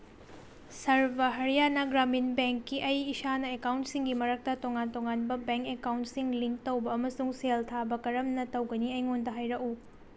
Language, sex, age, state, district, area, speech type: Manipuri, female, 30-45, Manipur, Tengnoupal, rural, read